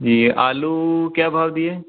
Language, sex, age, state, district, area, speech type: Hindi, male, 18-30, Madhya Pradesh, Ujjain, rural, conversation